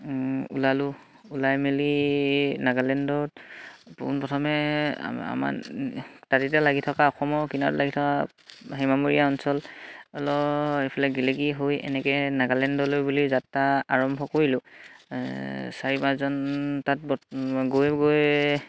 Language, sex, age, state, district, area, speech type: Assamese, male, 18-30, Assam, Sivasagar, rural, spontaneous